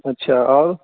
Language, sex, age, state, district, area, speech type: Urdu, male, 18-30, Delhi, Central Delhi, urban, conversation